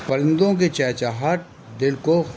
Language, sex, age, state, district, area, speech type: Urdu, male, 60+, Delhi, North East Delhi, urban, spontaneous